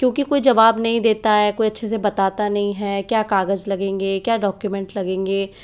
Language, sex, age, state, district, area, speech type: Hindi, male, 18-30, Rajasthan, Jaipur, urban, spontaneous